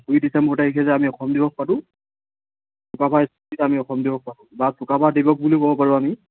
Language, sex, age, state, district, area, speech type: Assamese, male, 18-30, Assam, Tinsukia, urban, conversation